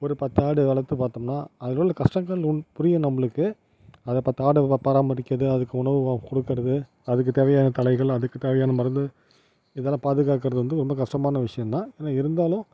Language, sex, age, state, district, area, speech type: Tamil, male, 45-60, Tamil Nadu, Tiruvarur, rural, spontaneous